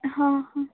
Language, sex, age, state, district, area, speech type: Goan Konkani, female, 18-30, Goa, Canacona, rural, conversation